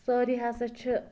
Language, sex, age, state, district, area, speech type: Kashmiri, female, 18-30, Jammu and Kashmir, Pulwama, rural, spontaneous